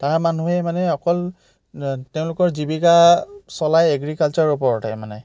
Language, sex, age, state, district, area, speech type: Assamese, male, 30-45, Assam, Biswanath, rural, spontaneous